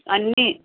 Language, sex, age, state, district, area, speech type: Telugu, female, 60+, Andhra Pradesh, West Godavari, rural, conversation